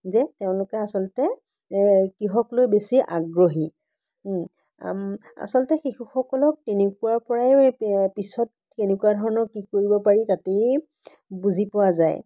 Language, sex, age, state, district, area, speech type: Assamese, female, 30-45, Assam, Biswanath, rural, spontaneous